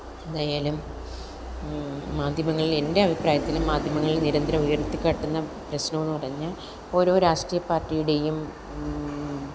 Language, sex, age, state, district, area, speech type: Malayalam, female, 30-45, Kerala, Kollam, rural, spontaneous